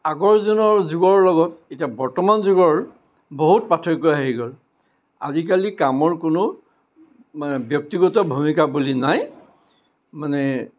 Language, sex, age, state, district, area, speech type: Assamese, male, 60+, Assam, Kamrup Metropolitan, urban, spontaneous